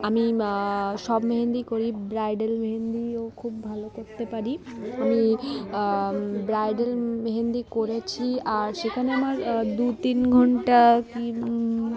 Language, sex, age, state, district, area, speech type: Bengali, female, 18-30, West Bengal, Darjeeling, urban, spontaneous